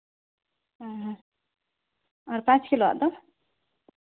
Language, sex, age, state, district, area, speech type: Santali, female, 18-30, Jharkhand, Seraikela Kharsawan, rural, conversation